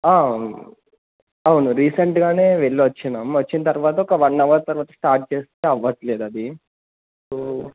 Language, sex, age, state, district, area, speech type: Telugu, male, 18-30, Telangana, Suryapet, urban, conversation